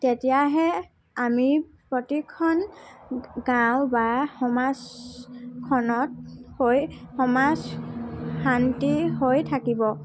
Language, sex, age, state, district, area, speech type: Assamese, female, 18-30, Assam, Tinsukia, rural, spontaneous